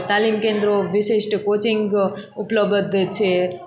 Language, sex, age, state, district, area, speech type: Gujarati, female, 18-30, Gujarat, Junagadh, rural, spontaneous